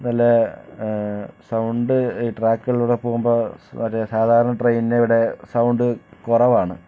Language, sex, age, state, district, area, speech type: Malayalam, male, 60+, Kerala, Palakkad, urban, spontaneous